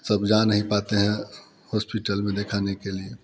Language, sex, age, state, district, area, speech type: Hindi, male, 30-45, Bihar, Muzaffarpur, rural, spontaneous